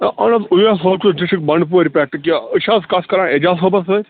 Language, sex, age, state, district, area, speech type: Kashmiri, male, 45-60, Jammu and Kashmir, Bandipora, rural, conversation